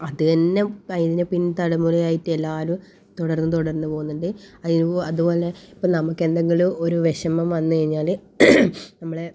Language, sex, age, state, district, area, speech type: Malayalam, female, 18-30, Kerala, Kannur, rural, spontaneous